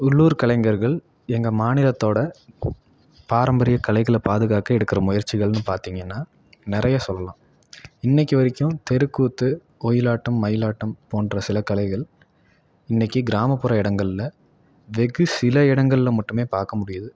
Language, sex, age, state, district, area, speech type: Tamil, male, 18-30, Tamil Nadu, Salem, rural, spontaneous